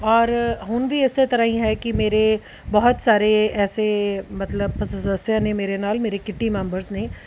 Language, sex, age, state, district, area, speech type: Punjabi, female, 30-45, Punjab, Tarn Taran, urban, spontaneous